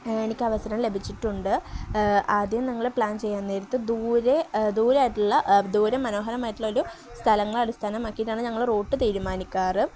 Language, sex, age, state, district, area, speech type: Malayalam, female, 18-30, Kerala, Kozhikode, rural, spontaneous